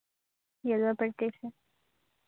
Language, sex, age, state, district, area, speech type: Hindi, female, 18-30, Bihar, Madhepura, rural, conversation